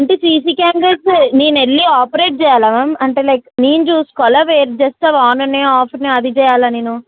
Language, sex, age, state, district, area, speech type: Telugu, female, 18-30, Telangana, Karimnagar, urban, conversation